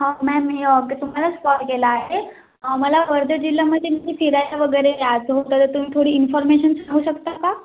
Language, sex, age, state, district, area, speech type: Marathi, female, 18-30, Maharashtra, Wardha, rural, conversation